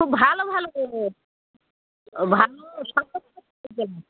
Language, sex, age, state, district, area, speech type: Bengali, female, 45-60, West Bengal, Darjeeling, urban, conversation